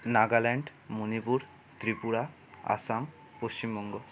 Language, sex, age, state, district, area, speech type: Bengali, male, 30-45, West Bengal, Purba Bardhaman, urban, spontaneous